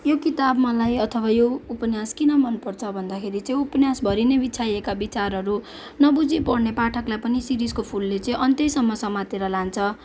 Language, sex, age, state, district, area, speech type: Nepali, female, 18-30, West Bengal, Kalimpong, rural, spontaneous